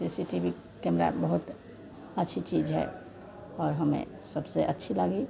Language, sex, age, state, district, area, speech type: Hindi, female, 60+, Bihar, Vaishali, urban, spontaneous